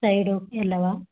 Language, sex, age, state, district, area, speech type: Kannada, female, 30-45, Karnataka, Hassan, urban, conversation